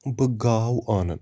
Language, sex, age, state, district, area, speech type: Kashmiri, male, 18-30, Jammu and Kashmir, Kupwara, rural, spontaneous